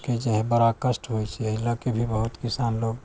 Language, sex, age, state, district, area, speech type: Maithili, male, 60+, Bihar, Sitamarhi, rural, spontaneous